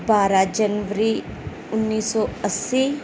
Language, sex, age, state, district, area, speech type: Punjabi, female, 30-45, Punjab, Mansa, urban, spontaneous